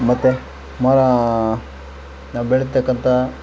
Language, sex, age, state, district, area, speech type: Kannada, male, 30-45, Karnataka, Vijayanagara, rural, spontaneous